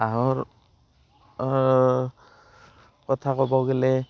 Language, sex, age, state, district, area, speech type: Assamese, male, 30-45, Assam, Barpeta, rural, spontaneous